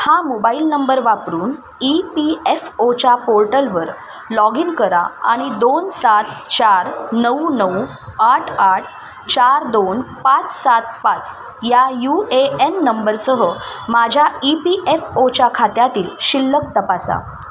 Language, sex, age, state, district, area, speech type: Marathi, female, 30-45, Maharashtra, Mumbai Suburban, urban, read